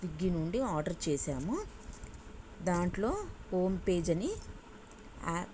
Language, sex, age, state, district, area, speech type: Telugu, female, 45-60, Telangana, Sangareddy, urban, spontaneous